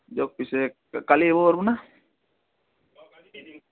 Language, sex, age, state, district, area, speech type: Assamese, male, 18-30, Assam, Udalguri, rural, conversation